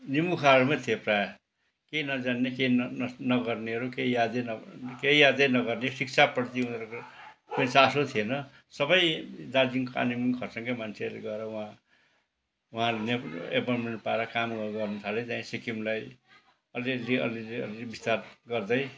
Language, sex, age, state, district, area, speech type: Nepali, male, 60+, West Bengal, Kalimpong, rural, spontaneous